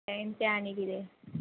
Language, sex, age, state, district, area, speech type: Goan Konkani, female, 18-30, Goa, Murmgao, urban, conversation